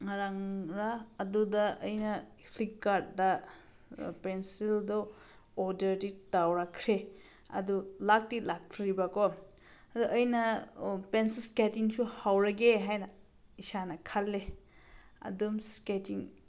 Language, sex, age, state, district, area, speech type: Manipuri, female, 30-45, Manipur, Senapati, rural, spontaneous